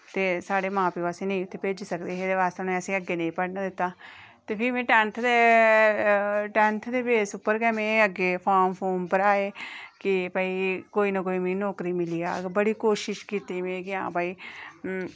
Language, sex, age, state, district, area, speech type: Dogri, female, 30-45, Jammu and Kashmir, Reasi, rural, spontaneous